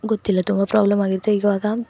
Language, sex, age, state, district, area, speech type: Kannada, female, 18-30, Karnataka, Uttara Kannada, rural, spontaneous